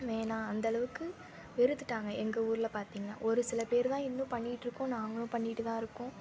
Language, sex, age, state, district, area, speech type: Tamil, female, 18-30, Tamil Nadu, Thanjavur, urban, spontaneous